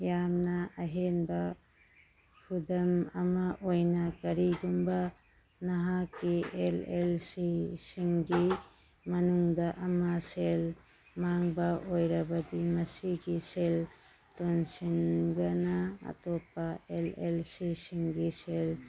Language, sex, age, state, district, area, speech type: Manipuri, female, 60+, Manipur, Churachandpur, urban, read